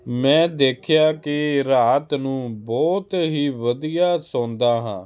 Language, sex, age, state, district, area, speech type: Punjabi, male, 30-45, Punjab, Hoshiarpur, urban, spontaneous